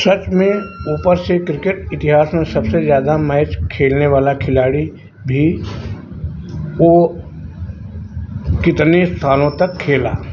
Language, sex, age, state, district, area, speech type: Hindi, male, 60+, Uttar Pradesh, Azamgarh, rural, read